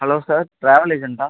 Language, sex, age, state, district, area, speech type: Tamil, male, 18-30, Tamil Nadu, Tiruchirappalli, rural, conversation